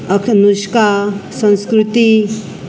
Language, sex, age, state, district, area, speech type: Goan Konkani, female, 45-60, Goa, Salcete, urban, spontaneous